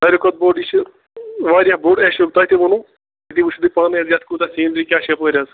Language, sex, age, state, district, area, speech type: Kashmiri, male, 30-45, Jammu and Kashmir, Bandipora, rural, conversation